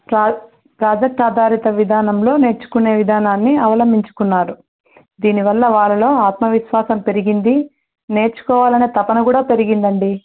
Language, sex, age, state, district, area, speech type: Telugu, female, 30-45, Andhra Pradesh, Sri Satya Sai, urban, conversation